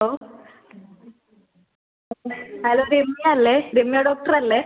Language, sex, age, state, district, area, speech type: Malayalam, female, 18-30, Kerala, Kasaragod, rural, conversation